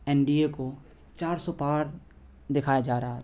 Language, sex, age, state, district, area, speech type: Urdu, male, 18-30, Delhi, North West Delhi, urban, spontaneous